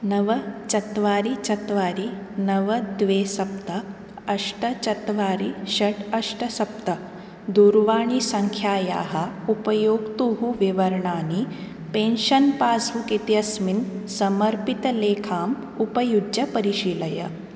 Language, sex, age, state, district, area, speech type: Sanskrit, female, 18-30, Maharashtra, Nagpur, urban, read